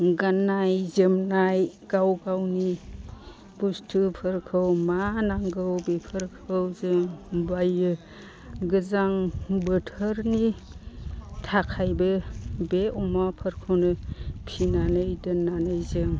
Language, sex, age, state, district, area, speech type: Bodo, female, 60+, Assam, Chirang, rural, spontaneous